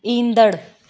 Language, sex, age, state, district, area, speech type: Sindhi, female, 30-45, Gujarat, Surat, urban, read